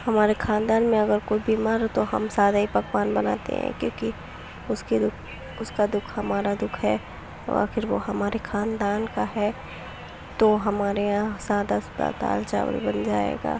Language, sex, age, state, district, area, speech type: Urdu, female, 18-30, Uttar Pradesh, Mau, urban, spontaneous